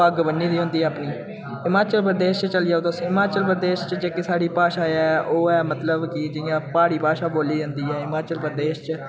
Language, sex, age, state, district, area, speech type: Dogri, male, 18-30, Jammu and Kashmir, Udhampur, rural, spontaneous